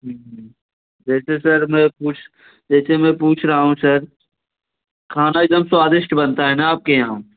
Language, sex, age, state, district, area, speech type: Hindi, male, 18-30, Uttar Pradesh, Jaunpur, rural, conversation